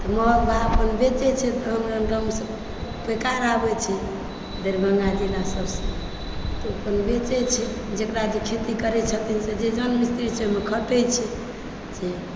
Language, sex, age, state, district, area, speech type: Maithili, female, 45-60, Bihar, Supaul, rural, spontaneous